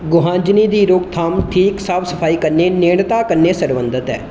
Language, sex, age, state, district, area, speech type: Dogri, male, 18-30, Jammu and Kashmir, Reasi, rural, read